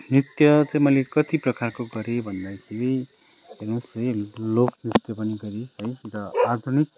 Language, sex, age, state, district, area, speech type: Nepali, male, 30-45, West Bengal, Kalimpong, rural, spontaneous